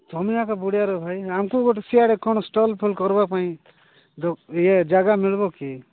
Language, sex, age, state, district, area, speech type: Odia, male, 45-60, Odisha, Nabarangpur, rural, conversation